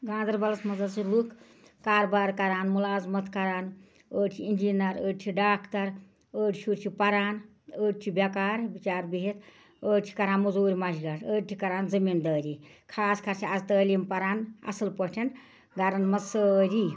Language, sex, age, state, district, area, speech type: Kashmiri, female, 60+, Jammu and Kashmir, Ganderbal, rural, spontaneous